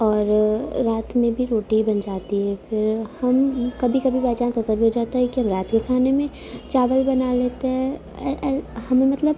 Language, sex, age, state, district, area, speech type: Urdu, female, 18-30, Uttar Pradesh, Ghaziabad, urban, spontaneous